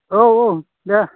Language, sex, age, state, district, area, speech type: Bodo, male, 45-60, Assam, Udalguri, rural, conversation